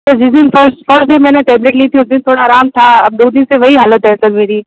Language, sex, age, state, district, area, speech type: Hindi, female, 18-30, Rajasthan, Jodhpur, urban, conversation